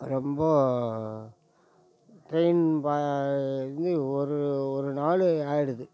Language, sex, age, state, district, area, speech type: Tamil, male, 60+, Tamil Nadu, Tiruvannamalai, rural, spontaneous